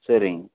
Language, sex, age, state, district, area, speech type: Tamil, male, 60+, Tamil Nadu, Tiruppur, urban, conversation